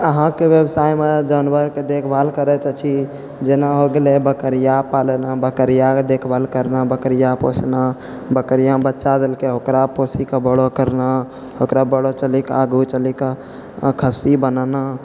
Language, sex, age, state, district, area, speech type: Maithili, male, 45-60, Bihar, Purnia, rural, spontaneous